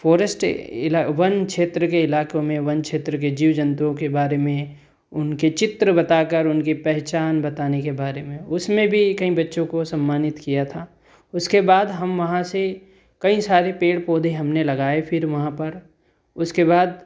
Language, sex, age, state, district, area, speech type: Hindi, male, 18-30, Madhya Pradesh, Ujjain, urban, spontaneous